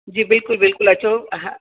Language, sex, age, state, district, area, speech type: Sindhi, female, 45-60, Uttar Pradesh, Lucknow, urban, conversation